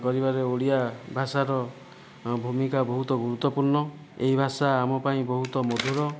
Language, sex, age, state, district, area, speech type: Odia, male, 45-60, Odisha, Kandhamal, rural, spontaneous